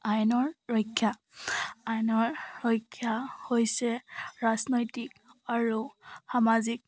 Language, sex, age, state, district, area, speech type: Assamese, female, 18-30, Assam, Charaideo, urban, spontaneous